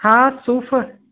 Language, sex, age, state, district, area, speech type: Sindhi, female, 45-60, Gujarat, Kutch, rural, conversation